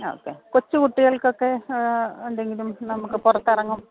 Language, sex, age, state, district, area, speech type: Malayalam, female, 45-60, Kerala, Pathanamthitta, rural, conversation